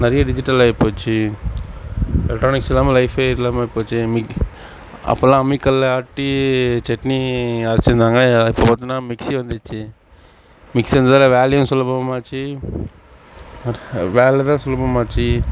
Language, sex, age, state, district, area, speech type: Tamil, male, 60+, Tamil Nadu, Mayiladuthurai, rural, spontaneous